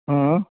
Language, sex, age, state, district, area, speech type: Gujarati, male, 30-45, Gujarat, Kheda, rural, conversation